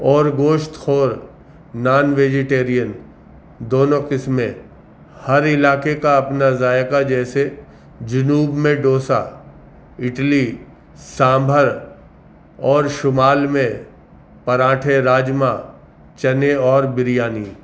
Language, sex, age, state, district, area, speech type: Urdu, male, 45-60, Uttar Pradesh, Gautam Buddha Nagar, urban, spontaneous